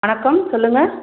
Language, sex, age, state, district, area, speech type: Tamil, female, 30-45, Tamil Nadu, Salem, urban, conversation